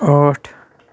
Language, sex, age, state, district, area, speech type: Kashmiri, male, 18-30, Jammu and Kashmir, Shopian, rural, read